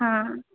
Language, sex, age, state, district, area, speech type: Maithili, female, 30-45, Bihar, Purnia, urban, conversation